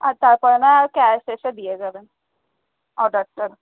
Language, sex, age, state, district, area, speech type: Bengali, female, 18-30, West Bengal, South 24 Parganas, urban, conversation